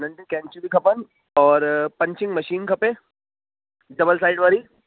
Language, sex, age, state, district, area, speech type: Sindhi, male, 18-30, Delhi, South Delhi, urban, conversation